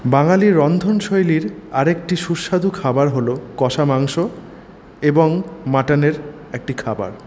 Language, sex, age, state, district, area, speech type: Bengali, male, 30-45, West Bengal, Paschim Bardhaman, urban, spontaneous